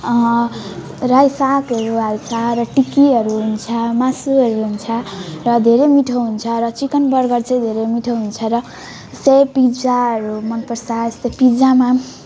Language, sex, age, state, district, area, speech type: Nepali, female, 18-30, West Bengal, Alipurduar, urban, spontaneous